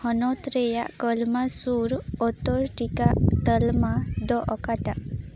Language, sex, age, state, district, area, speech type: Santali, female, 18-30, West Bengal, Paschim Bardhaman, rural, read